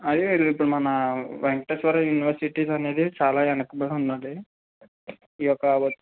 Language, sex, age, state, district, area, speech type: Telugu, male, 18-30, Andhra Pradesh, West Godavari, rural, conversation